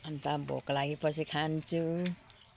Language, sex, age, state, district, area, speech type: Nepali, female, 60+, West Bengal, Jalpaiguri, urban, spontaneous